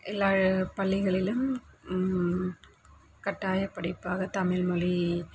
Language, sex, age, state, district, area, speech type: Tamil, male, 18-30, Tamil Nadu, Dharmapuri, rural, spontaneous